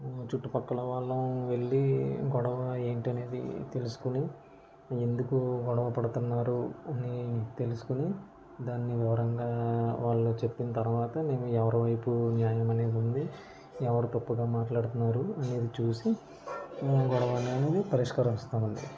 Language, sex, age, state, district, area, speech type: Telugu, male, 30-45, Andhra Pradesh, Kakinada, rural, spontaneous